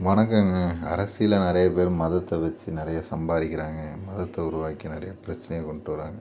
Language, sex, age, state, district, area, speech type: Tamil, male, 30-45, Tamil Nadu, Tiruchirappalli, rural, spontaneous